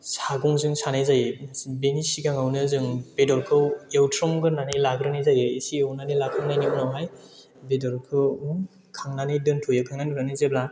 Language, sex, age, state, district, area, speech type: Bodo, male, 30-45, Assam, Chirang, rural, spontaneous